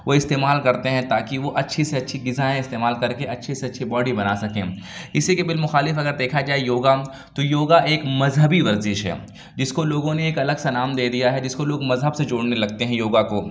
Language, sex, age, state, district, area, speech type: Urdu, male, 18-30, Uttar Pradesh, Lucknow, urban, spontaneous